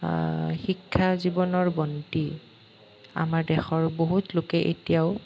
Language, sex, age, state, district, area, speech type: Assamese, male, 18-30, Assam, Nalbari, rural, spontaneous